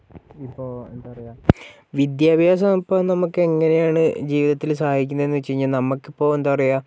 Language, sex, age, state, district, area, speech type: Malayalam, female, 18-30, Kerala, Wayanad, rural, spontaneous